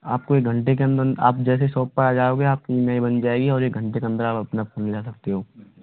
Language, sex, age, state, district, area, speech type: Hindi, male, 45-60, Rajasthan, Karauli, rural, conversation